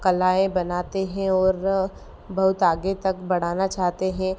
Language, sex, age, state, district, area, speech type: Hindi, female, 30-45, Madhya Pradesh, Ujjain, urban, spontaneous